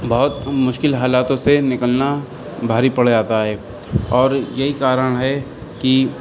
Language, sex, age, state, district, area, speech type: Urdu, male, 18-30, Uttar Pradesh, Shahjahanpur, urban, spontaneous